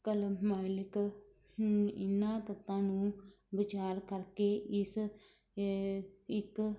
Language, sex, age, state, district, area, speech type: Punjabi, female, 30-45, Punjab, Barnala, urban, spontaneous